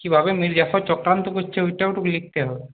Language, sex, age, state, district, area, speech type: Bengali, male, 18-30, West Bengal, Purulia, urban, conversation